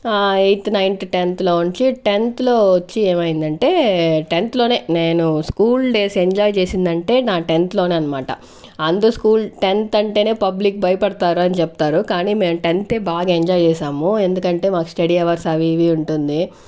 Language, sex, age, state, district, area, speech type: Telugu, female, 60+, Andhra Pradesh, Chittoor, rural, spontaneous